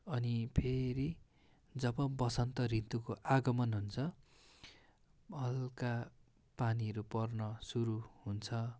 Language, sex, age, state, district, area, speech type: Nepali, male, 18-30, West Bengal, Darjeeling, rural, spontaneous